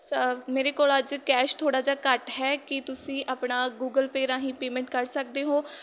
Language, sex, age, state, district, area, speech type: Punjabi, female, 18-30, Punjab, Mohali, rural, spontaneous